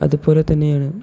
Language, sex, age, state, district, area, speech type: Malayalam, male, 18-30, Kerala, Kozhikode, rural, spontaneous